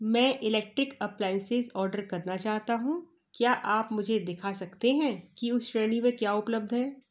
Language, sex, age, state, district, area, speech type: Hindi, female, 45-60, Madhya Pradesh, Gwalior, urban, read